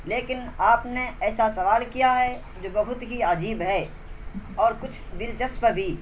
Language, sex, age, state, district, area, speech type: Urdu, male, 18-30, Bihar, Purnia, rural, spontaneous